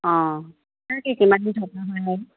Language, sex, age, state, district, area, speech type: Assamese, female, 60+, Assam, Lakhimpur, rural, conversation